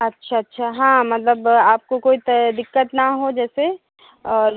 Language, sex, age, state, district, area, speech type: Hindi, female, 30-45, Uttar Pradesh, Lucknow, rural, conversation